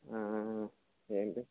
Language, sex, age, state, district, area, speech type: Telugu, male, 18-30, Andhra Pradesh, Kakinada, rural, conversation